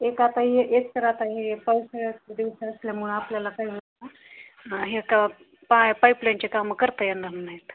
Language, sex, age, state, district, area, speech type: Marathi, female, 30-45, Maharashtra, Beed, urban, conversation